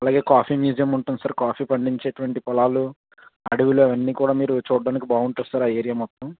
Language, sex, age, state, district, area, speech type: Telugu, male, 18-30, Andhra Pradesh, Konaseema, rural, conversation